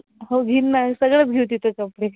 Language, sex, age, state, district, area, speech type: Marathi, female, 18-30, Maharashtra, Amravati, urban, conversation